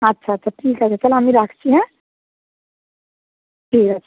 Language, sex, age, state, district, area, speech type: Bengali, female, 30-45, West Bengal, Paschim Medinipur, rural, conversation